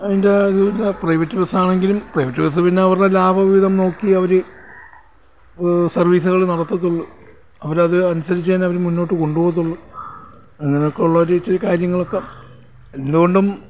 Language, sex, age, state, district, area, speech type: Malayalam, male, 45-60, Kerala, Alappuzha, urban, spontaneous